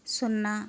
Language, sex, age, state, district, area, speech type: Telugu, female, 60+, Andhra Pradesh, N T Rama Rao, urban, read